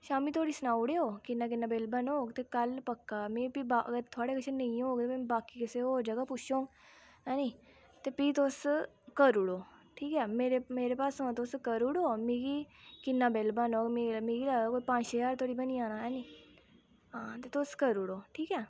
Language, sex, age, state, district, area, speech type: Dogri, female, 30-45, Jammu and Kashmir, Reasi, rural, spontaneous